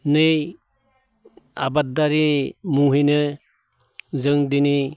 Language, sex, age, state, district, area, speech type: Bodo, male, 60+, Assam, Baksa, rural, spontaneous